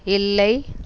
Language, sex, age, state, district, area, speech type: Tamil, female, 30-45, Tamil Nadu, Kallakurichi, rural, read